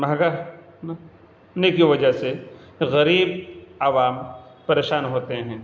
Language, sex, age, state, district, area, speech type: Urdu, male, 45-60, Bihar, Gaya, urban, spontaneous